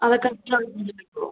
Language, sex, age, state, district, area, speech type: Malayalam, female, 18-30, Kerala, Idukki, rural, conversation